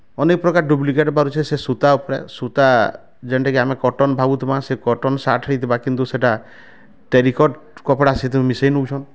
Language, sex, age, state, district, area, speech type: Odia, male, 45-60, Odisha, Bargarh, rural, spontaneous